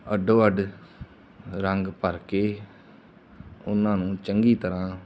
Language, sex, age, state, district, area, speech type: Punjabi, male, 30-45, Punjab, Muktsar, urban, spontaneous